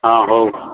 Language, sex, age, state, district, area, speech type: Odia, male, 60+, Odisha, Sundergarh, urban, conversation